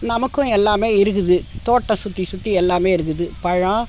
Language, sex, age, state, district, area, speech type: Tamil, female, 60+, Tamil Nadu, Tiruvannamalai, rural, spontaneous